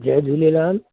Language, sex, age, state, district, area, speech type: Sindhi, male, 60+, Delhi, South Delhi, rural, conversation